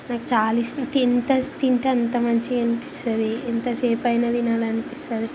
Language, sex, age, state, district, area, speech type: Telugu, female, 18-30, Telangana, Ranga Reddy, urban, spontaneous